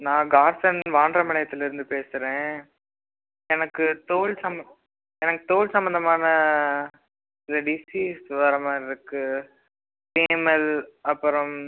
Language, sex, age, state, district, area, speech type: Tamil, male, 18-30, Tamil Nadu, Tiruchirappalli, rural, conversation